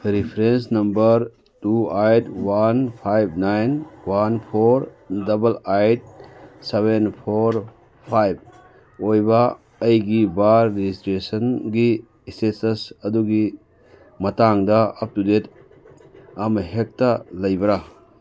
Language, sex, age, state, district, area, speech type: Manipuri, male, 60+, Manipur, Churachandpur, urban, read